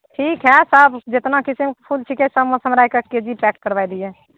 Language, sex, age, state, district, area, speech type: Maithili, female, 18-30, Bihar, Begusarai, rural, conversation